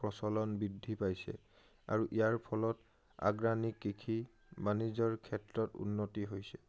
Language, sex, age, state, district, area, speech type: Assamese, male, 18-30, Assam, Charaideo, urban, spontaneous